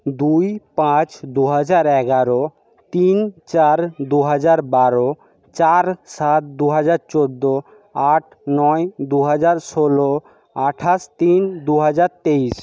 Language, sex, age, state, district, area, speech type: Bengali, male, 60+, West Bengal, Jhargram, rural, spontaneous